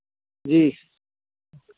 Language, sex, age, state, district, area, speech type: Dogri, male, 45-60, Jammu and Kashmir, Jammu, rural, conversation